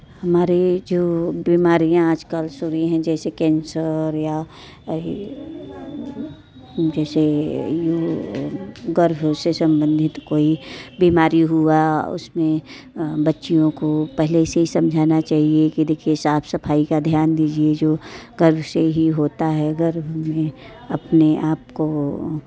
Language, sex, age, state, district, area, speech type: Hindi, female, 30-45, Uttar Pradesh, Mirzapur, rural, spontaneous